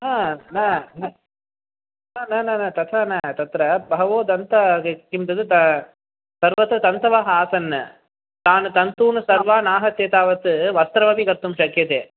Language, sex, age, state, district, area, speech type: Sanskrit, male, 18-30, Tamil Nadu, Chennai, urban, conversation